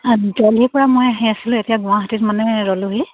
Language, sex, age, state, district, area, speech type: Assamese, female, 45-60, Assam, Sivasagar, rural, conversation